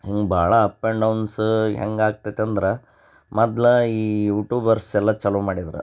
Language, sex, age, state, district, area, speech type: Kannada, male, 30-45, Karnataka, Koppal, rural, spontaneous